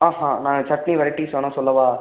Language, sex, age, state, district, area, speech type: Tamil, male, 18-30, Tamil Nadu, Ariyalur, rural, conversation